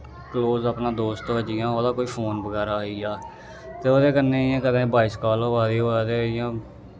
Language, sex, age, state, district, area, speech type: Dogri, male, 18-30, Jammu and Kashmir, Reasi, rural, spontaneous